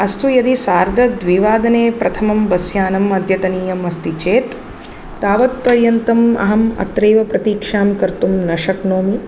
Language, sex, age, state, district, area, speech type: Sanskrit, female, 30-45, Tamil Nadu, Chennai, urban, spontaneous